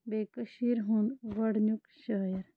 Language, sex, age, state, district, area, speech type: Kashmiri, female, 30-45, Jammu and Kashmir, Kulgam, rural, spontaneous